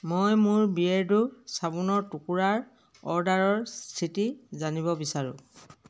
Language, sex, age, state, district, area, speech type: Assamese, female, 60+, Assam, Dhemaji, rural, read